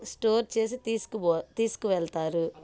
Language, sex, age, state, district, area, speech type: Telugu, female, 30-45, Andhra Pradesh, Bapatla, urban, spontaneous